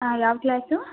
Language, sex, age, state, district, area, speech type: Kannada, female, 18-30, Karnataka, Kolar, rural, conversation